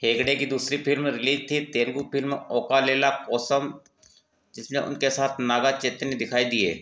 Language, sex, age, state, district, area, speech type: Hindi, male, 45-60, Madhya Pradesh, Ujjain, urban, read